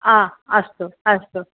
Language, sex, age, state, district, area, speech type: Sanskrit, female, 45-60, Tamil Nadu, Chennai, urban, conversation